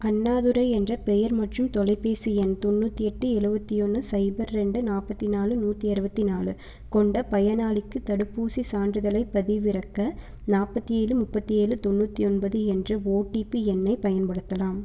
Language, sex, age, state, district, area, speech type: Tamil, female, 18-30, Tamil Nadu, Erode, rural, read